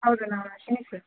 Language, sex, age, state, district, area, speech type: Kannada, female, 18-30, Karnataka, Dharwad, rural, conversation